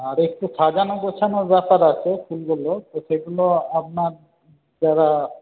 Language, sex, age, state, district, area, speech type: Bengali, male, 45-60, West Bengal, Paschim Bardhaman, rural, conversation